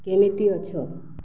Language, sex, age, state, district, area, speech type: Odia, female, 45-60, Odisha, Balangir, urban, read